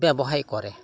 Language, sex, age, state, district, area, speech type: Assamese, male, 60+, Assam, Udalguri, rural, spontaneous